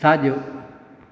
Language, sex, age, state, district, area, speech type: Sindhi, male, 45-60, Maharashtra, Thane, urban, read